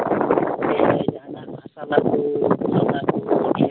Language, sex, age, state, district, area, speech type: Santali, male, 18-30, Jharkhand, Pakur, rural, conversation